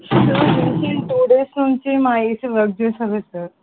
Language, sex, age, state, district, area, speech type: Telugu, female, 18-30, Telangana, Nalgonda, urban, conversation